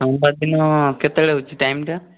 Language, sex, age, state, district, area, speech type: Odia, male, 18-30, Odisha, Mayurbhanj, rural, conversation